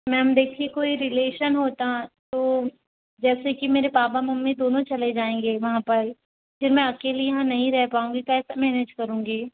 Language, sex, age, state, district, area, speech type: Hindi, female, 60+, Madhya Pradesh, Balaghat, rural, conversation